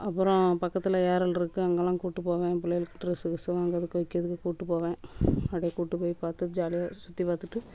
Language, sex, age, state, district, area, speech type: Tamil, female, 30-45, Tamil Nadu, Thoothukudi, urban, spontaneous